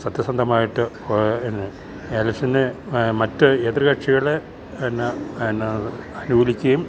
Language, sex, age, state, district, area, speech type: Malayalam, male, 60+, Kerala, Idukki, rural, spontaneous